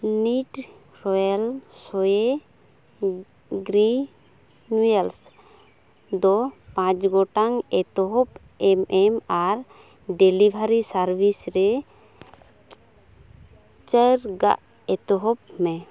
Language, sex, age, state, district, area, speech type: Santali, female, 18-30, West Bengal, Purulia, rural, read